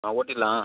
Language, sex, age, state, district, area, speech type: Tamil, male, 30-45, Tamil Nadu, Chengalpattu, rural, conversation